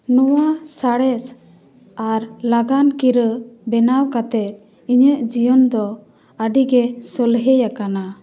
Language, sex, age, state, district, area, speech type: Santali, female, 18-30, West Bengal, Paschim Bardhaman, urban, spontaneous